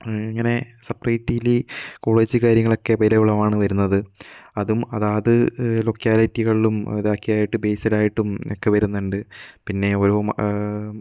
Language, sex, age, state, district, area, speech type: Malayalam, male, 18-30, Kerala, Kozhikode, rural, spontaneous